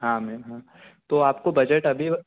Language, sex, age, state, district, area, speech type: Hindi, male, 18-30, Madhya Pradesh, Betul, urban, conversation